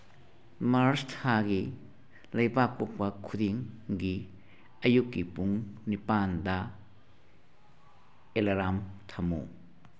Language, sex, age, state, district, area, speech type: Manipuri, male, 60+, Manipur, Churachandpur, urban, read